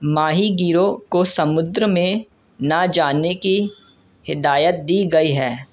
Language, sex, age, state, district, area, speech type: Urdu, male, 18-30, Delhi, North East Delhi, urban, spontaneous